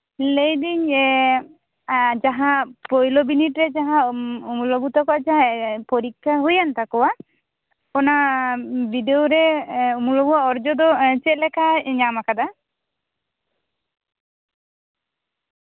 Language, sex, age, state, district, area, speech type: Santali, female, 18-30, West Bengal, Bankura, rural, conversation